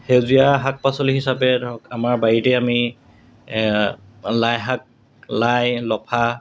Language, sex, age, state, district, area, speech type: Assamese, male, 45-60, Assam, Golaghat, urban, spontaneous